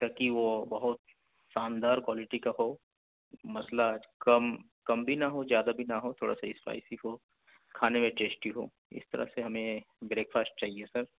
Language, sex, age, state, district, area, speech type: Urdu, male, 30-45, Delhi, North East Delhi, urban, conversation